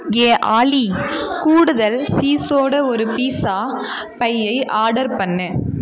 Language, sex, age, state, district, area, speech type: Tamil, female, 18-30, Tamil Nadu, Kallakurichi, urban, read